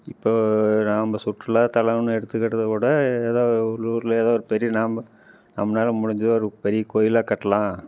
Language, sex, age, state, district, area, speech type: Tamil, male, 45-60, Tamil Nadu, Namakkal, rural, spontaneous